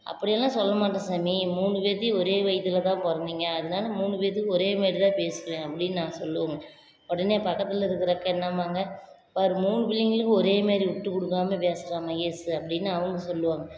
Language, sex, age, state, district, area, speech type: Tamil, female, 30-45, Tamil Nadu, Salem, rural, spontaneous